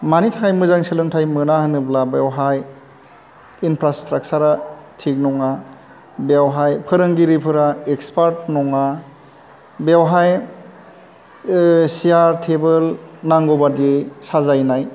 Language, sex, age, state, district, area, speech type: Bodo, male, 45-60, Assam, Chirang, urban, spontaneous